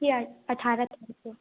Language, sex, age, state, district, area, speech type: Hindi, female, 18-30, Madhya Pradesh, Katni, urban, conversation